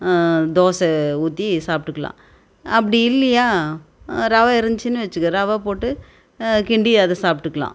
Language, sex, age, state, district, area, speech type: Tamil, female, 45-60, Tamil Nadu, Tiruvannamalai, rural, spontaneous